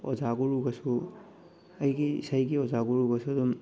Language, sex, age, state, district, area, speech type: Manipuri, male, 18-30, Manipur, Bishnupur, rural, spontaneous